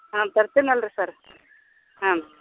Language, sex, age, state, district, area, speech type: Kannada, female, 45-60, Karnataka, Vijayapura, rural, conversation